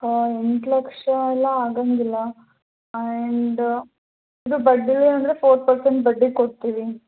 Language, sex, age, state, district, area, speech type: Kannada, female, 18-30, Karnataka, Bidar, urban, conversation